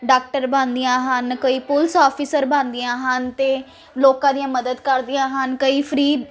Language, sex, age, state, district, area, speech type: Punjabi, female, 18-30, Punjab, Ludhiana, urban, spontaneous